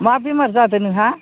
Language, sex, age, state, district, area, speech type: Bodo, female, 60+, Assam, Baksa, urban, conversation